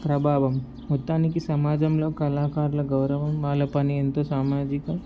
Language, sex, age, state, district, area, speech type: Telugu, male, 18-30, Andhra Pradesh, Palnadu, urban, spontaneous